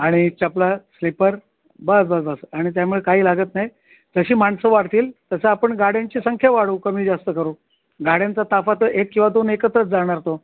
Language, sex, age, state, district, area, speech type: Marathi, male, 60+, Maharashtra, Thane, urban, conversation